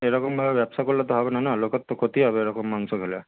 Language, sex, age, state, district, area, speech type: Bengali, male, 18-30, West Bengal, North 24 Parganas, urban, conversation